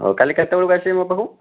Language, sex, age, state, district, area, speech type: Odia, male, 45-60, Odisha, Bhadrak, rural, conversation